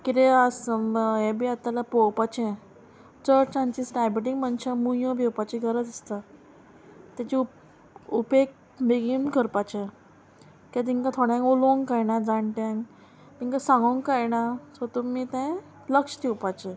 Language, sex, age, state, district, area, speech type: Goan Konkani, female, 30-45, Goa, Murmgao, rural, spontaneous